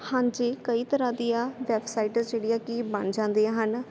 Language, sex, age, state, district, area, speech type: Punjabi, female, 18-30, Punjab, Sangrur, rural, spontaneous